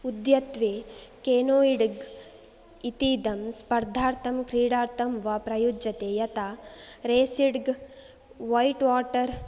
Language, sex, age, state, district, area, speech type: Sanskrit, female, 18-30, Karnataka, Dakshina Kannada, rural, read